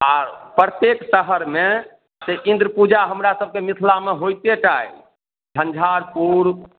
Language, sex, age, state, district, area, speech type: Maithili, male, 45-60, Bihar, Madhubani, rural, conversation